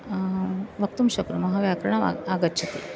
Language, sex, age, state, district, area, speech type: Sanskrit, female, 45-60, Maharashtra, Nagpur, urban, spontaneous